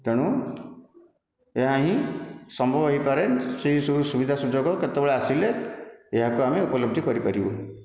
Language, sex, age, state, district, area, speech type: Odia, male, 60+, Odisha, Khordha, rural, spontaneous